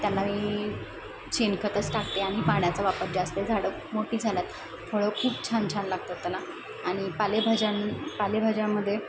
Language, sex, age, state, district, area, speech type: Marathi, female, 30-45, Maharashtra, Osmanabad, rural, spontaneous